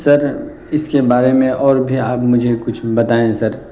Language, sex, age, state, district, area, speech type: Urdu, male, 30-45, Uttar Pradesh, Muzaffarnagar, urban, spontaneous